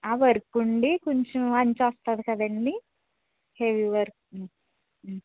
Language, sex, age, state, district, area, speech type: Telugu, female, 45-60, Andhra Pradesh, West Godavari, rural, conversation